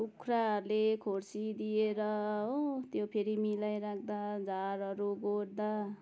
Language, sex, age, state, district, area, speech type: Nepali, female, 30-45, West Bengal, Kalimpong, rural, spontaneous